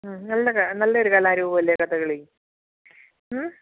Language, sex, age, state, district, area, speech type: Malayalam, female, 45-60, Kerala, Idukki, rural, conversation